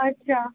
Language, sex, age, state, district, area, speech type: Hindi, female, 18-30, Madhya Pradesh, Harda, urban, conversation